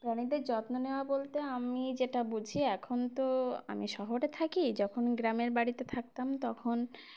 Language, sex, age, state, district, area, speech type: Bengali, female, 18-30, West Bengal, Uttar Dinajpur, urban, spontaneous